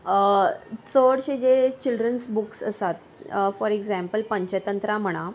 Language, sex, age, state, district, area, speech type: Goan Konkani, female, 30-45, Goa, Salcete, urban, spontaneous